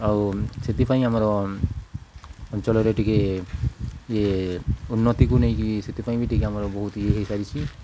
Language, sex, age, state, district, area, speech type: Odia, male, 18-30, Odisha, Nuapada, urban, spontaneous